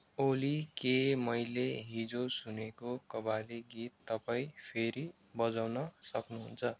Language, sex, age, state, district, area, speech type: Nepali, male, 18-30, West Bengal, Alipurduar, urban, read